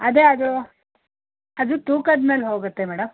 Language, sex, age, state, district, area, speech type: Kannada, female, 60+, Karnataka, Mandya, rural, conversation